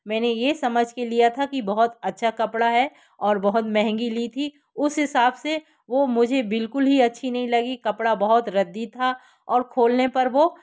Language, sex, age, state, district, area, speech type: Hindi, female, 60+, Madhya Pradesh, Jabalpur, urban, spontaneous